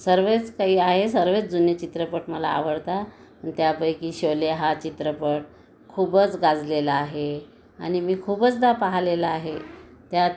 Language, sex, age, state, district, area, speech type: Marathi, female, 30-45, Maharashtra, Amravati, urban, spontaneous